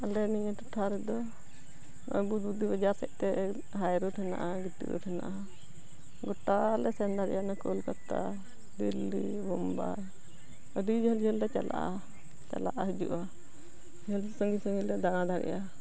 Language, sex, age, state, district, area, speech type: Santali, female, 45-60, West Bengal, Purba Bardhaman, rural, spontaneous